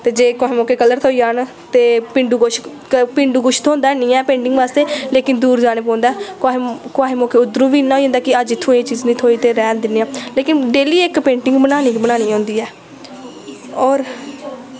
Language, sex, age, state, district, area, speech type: Dogri, female, 18-30, Jammu and Kashmir, Samba, rural, spontaneous